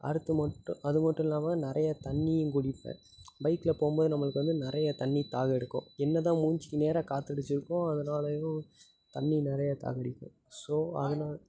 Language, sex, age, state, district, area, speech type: Tamil, male, 18-30, Tamil Nadu, Tiruppur, urban, spontaneous